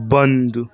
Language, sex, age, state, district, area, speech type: Urdu, male, 18-30, Uttar Pradesh, Lucknow, rural, read